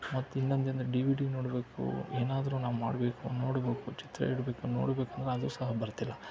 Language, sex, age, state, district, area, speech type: Kannada, male, 45-60, Karnataka, Chitradurga, rural, spontaneous